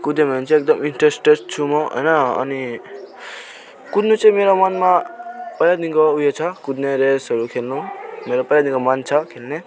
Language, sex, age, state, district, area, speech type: Nepali, male, 18-30, West Bengal, Alipurduar, rural, spontaneous